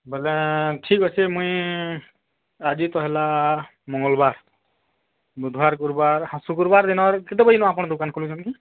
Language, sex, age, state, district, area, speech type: Odia, male, 45-60, Odisha, Nuapada, urban, conversation